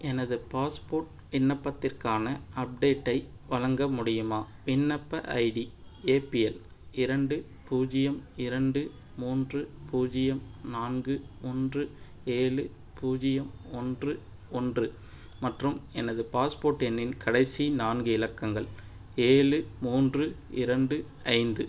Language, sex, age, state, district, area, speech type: Tamil, male, 18-30, Tamil Nadu, Madurai, urban, read